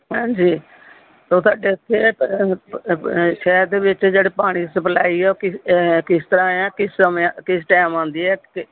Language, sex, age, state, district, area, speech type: Punjabi, female, 60+, Punjab, Pathankot, urban, conversation